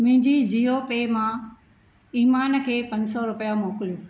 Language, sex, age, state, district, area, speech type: Sindhi, female, 45-60, Maharashtra, Thane, urban, read